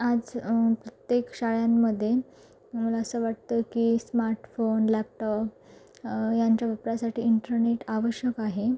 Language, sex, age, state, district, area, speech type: Marathi, female, 18-30, Maharashtra, Sindhudurg, rural, spontaneous